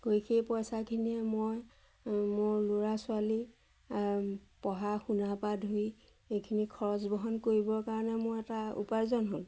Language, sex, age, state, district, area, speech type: Assamese, female, 45-60, Assam, Majuli, urban, spontaneous